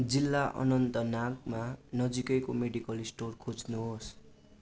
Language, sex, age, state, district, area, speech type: Nepali, male, 18-30, West Bengal, Darjeeling, rural, read